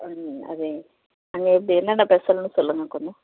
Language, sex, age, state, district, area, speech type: Tamil, female, 60+, Tamil Nadu, Ariyalur, rural, conversation